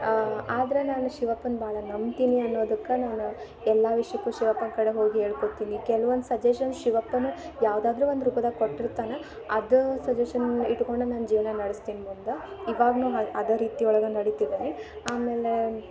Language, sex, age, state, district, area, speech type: Kannada, female, 18-30, Karnataka, Dharwad, rural, spontaneous